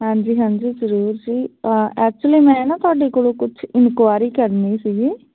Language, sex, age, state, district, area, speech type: Punjabi, female, 18-30, Punjab, Firozpur, rural, conversation